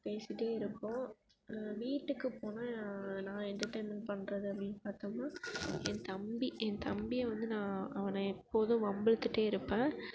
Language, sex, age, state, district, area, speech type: Tamil, female, 18-30, Tamil Nadu, Perambalur, rural, spontaneous